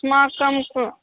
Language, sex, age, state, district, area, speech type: Sanskrit, female, 45-60, Karnataka, Bangalore Urban, urban, conversation